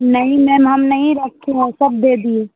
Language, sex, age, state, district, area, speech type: Urdu, female, 45-60, Bihar, Supaul, rural, conversation